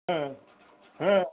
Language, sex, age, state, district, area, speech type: Bengali, male, 60+, West Bengal, Darjeeling, rural, conversation